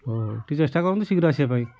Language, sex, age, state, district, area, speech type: Odia, male, 30-45, Odisha, Kendujhar, urban, spontaneous